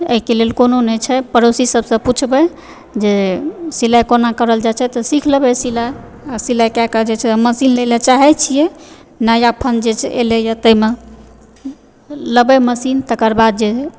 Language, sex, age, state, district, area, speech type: Maithili, female, 45-60, Bihar, Supaul, rural, spontaneous